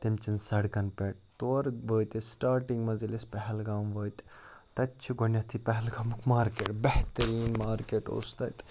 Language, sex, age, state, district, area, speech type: Kashmiri, male, 30-45, Jammu and Kashmir, Ganderbal, rural, spontaneous